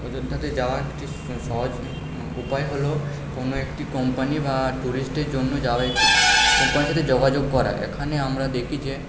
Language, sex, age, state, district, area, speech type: Bengali, male, 45-60, West Bengal, Purba Bardhaman, urban, spontaneous